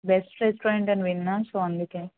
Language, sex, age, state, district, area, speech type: Telugu, female, 18-30, Telangana, Ranga Reddy, urban, conversation